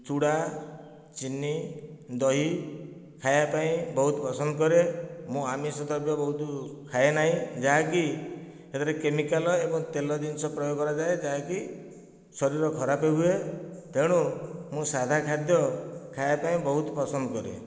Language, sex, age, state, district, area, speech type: Odia, male, 45-60, Odisha, Nayagarh, rural, spontaneous